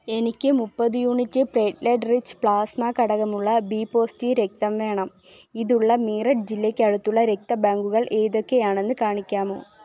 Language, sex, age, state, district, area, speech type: Malayalam, female, 18-30, Kerala, Kollam, rural, read